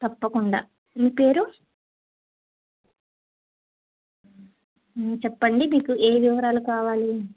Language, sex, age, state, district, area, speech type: Telugu, female, 30-45, Telangana, Bhadradri Kothagudem, urban, conversation